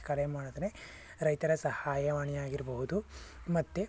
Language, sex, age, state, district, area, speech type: Kannada, male, 18-30, Karnataka, Chikkaballapur, urban, spontaneous